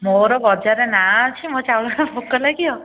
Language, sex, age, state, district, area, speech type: Odia, female, 18-30, Odisha, Dhenkanal, rural, conversation